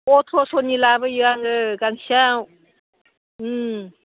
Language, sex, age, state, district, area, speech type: Bodo, female, 45-60, Assam, Udalguri, rural, conversation